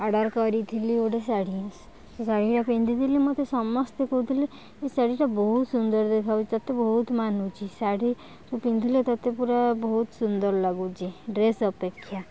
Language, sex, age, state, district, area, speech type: Odia, female, 60+, Odisha, Kendujhar, urban, spontaneous